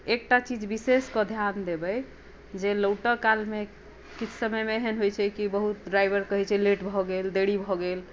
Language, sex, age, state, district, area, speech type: Maithili, female, 60+, Bihar, Madhubani, rural, spontaneous